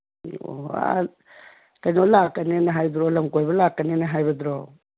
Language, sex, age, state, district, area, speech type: Manipuri, female, 60+, Manipur, Imphal East, rural, conversation